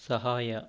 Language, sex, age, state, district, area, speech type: Kannada, male, 18-30, Karnataka, Kodagu, rural, read